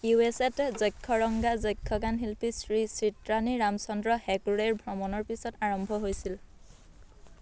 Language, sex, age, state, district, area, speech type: Assamese, female, 18-30, Assam, Dhemaji, rural, read